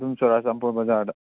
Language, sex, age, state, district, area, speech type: Manipuri, male, 30-45, Manipur, Churachandpur, rural, conversation